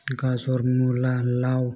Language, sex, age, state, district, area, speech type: Bodo, male, 18-30, Assam, Kokrajhar, urban, spontaneous